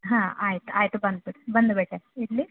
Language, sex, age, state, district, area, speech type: Kannada, female, 30-45, Karnataka, Gadag, rural, conversation